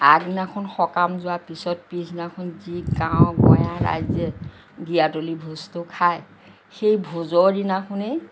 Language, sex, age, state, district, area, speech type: Assamese, female, 60+, Assam, Lakhimpur, rural, spontaneous